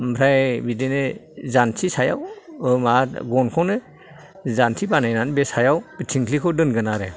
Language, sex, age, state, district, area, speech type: Bodo, male, 60+, Assam, Kokrajhar, rural, spontaneous